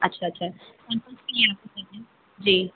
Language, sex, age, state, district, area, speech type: Hindi, female, 30-45, Uttar Pradesh, Sitapur, rural, conversation